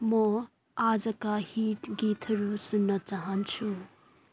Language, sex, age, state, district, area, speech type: Nepali, female, 30-45, West Bengal, Kalimpong, rural, read